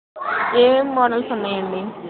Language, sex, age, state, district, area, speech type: Telugu, female, 18-30, Andhra Pradesh, N T Rama Rao, urban, conversation